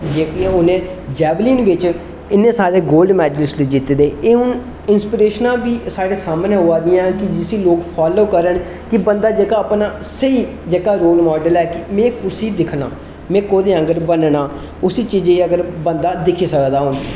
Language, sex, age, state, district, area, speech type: Dogri, male, 18-30, Jammu and Kashmir, Reasi, rural, spontaneous